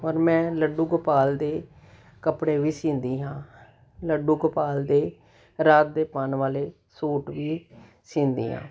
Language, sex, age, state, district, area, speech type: Punjabi, female, 60+, Punjab, Jalandhar, urban, spontaneous